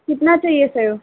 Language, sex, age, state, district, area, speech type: Hindi, female, 45-60, Uttar Pradesh, Ghazipur, rural, conversation